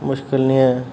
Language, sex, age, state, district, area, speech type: Dogri, male, 30-45, Jammu and Kashmir, Reasi, urban, spontaneous